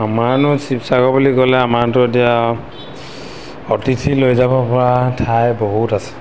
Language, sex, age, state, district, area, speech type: Assamese, male, 30-45, Assam, Sivasagar, urban, spontaneous